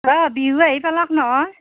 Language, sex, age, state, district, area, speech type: Assamese, female, 45-60, Assam, Nalbari, rural, conversation